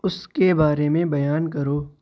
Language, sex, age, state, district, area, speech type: Urdu, male, 18-30, Uttar Pradesh, Shahjahanpur, rural, read